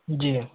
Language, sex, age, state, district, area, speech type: Hindi, male, 30-45, Uttar Pradesh, Hardoi, rural, conversation